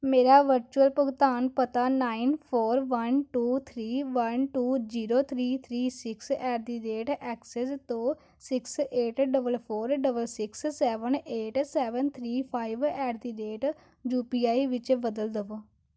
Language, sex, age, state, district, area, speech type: Punjabi, female, 18-30, Punjab, Amritsar, urban, read